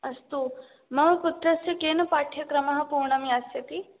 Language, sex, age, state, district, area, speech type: Sanskrit, female, 18-30, Rajasthan, Jaipur, urban, conversation